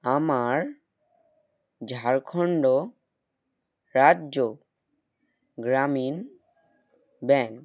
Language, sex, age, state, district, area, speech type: Bengali, male, 18-30, West Bengal, Alipurduar, rural, read